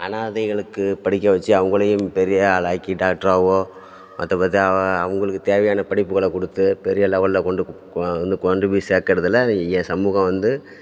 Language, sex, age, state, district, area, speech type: Tamil, male, 30-45, Tamil Nadu, Thanjavur, rural, spontaneous